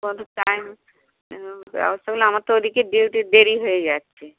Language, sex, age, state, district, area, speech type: Bengali, female, 60+, West Bengal, Dakshin Dinajpur, rural, conversation